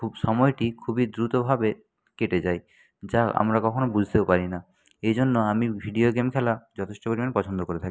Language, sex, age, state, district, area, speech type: Bengali, male, 30-45, West Bengal, Jhargram, rural, spontaneous